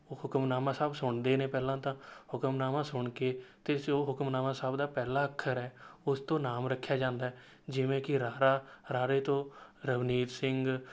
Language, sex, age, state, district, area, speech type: Punjabi, male, 18-30, Punjab, Rupnagar, rural, spontaneous